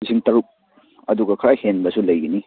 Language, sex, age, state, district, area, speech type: Manipuri, male, 18-30, Manipur, Churachandpur, rural, conversation